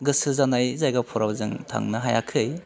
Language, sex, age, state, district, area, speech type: Bodo, male, 30-45, Assam, Udalguri, urban, spontaneous